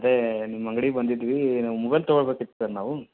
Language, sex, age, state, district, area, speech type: Kannada, male, 30-45, Karnataka, Gadag, urban, conversation